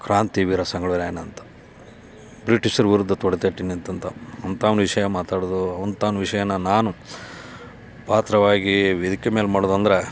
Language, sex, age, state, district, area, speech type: Kannada, male, 45-60, Karnataka, Dharwad, rural, spontaneous